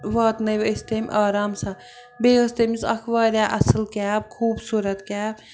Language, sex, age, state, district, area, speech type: Kashmiri, female, 45-60, Jammu and Kashmir, Srinagar, urban, spontaneous